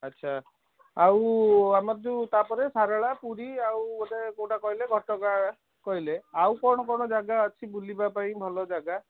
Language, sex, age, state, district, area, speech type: Odia, male, 30-45, Odisha, Cuttack, urban, conversation